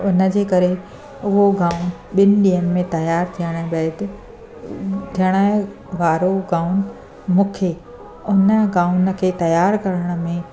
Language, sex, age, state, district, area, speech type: Sindhi, female, 45-60, Gujarat, Surat, urban, spontaneous